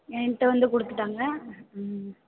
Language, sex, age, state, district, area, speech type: Tamil, female, 18-30, Tamil Nadu, Karur, rural, conversation